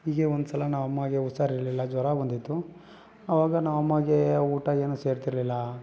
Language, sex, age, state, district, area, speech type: Kannada, male, 30-45, Karnataka, Bangalore Rural, rural, spontaneous